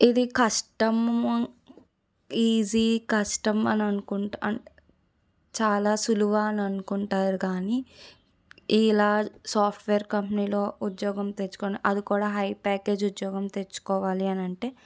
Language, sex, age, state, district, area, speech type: Telugu, female, 30-45, Andhra Pradesh, Eluru, urban, spontaneous